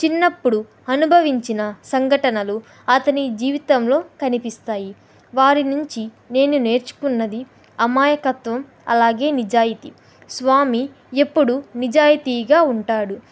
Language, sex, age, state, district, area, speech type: Telugu, female, 18-30, Andhra Pradesh, Kadapa, rural, spontaneous